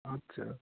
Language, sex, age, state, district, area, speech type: Bengali, male, 45-60, West Bengal, Cooch Behar, urban, conversation